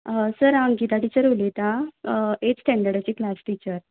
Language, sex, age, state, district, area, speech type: Goan Konkani, female, 18-30, Goa, Ponda, rural, conversation